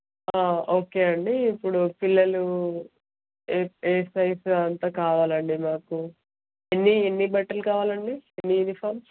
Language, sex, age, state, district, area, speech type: Telugu, female, 18-30, Telangana, Peddapalli, rural, conversation